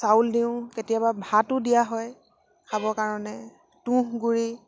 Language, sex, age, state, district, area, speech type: Assamese, female, 45-60, Assam, Dibrugarh, rural, spontaneous